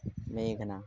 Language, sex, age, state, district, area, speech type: Sanskrit, male, 18-30, West Bengal, Darjeeling, urban, spontaneous